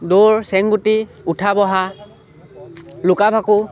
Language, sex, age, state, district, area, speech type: Assamese, male, 18-30, Assam, Lakhimpur, urban, spontaneous